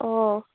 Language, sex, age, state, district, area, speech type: Assamese, female, 18-30, Assam, Dibrugarh, rural, conversation